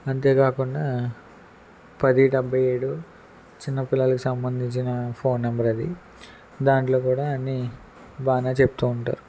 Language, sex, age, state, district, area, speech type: Telugu, male, 18-30, Andhra Pradesh, Eluru, rural, spontaneous